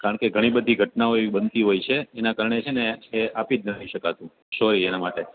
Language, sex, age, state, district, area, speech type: Gujarati, male, 30-45, Gujarat, Rajkot, urban, conversation